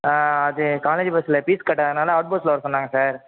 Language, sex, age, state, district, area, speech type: Tamil, female, 18-30, Tamil Nadu, Mayiladuthurai, urban, conversation